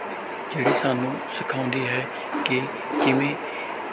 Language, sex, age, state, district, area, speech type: Punjabi, male, 18-30, Punjab, Bathinda, rural, spontaneous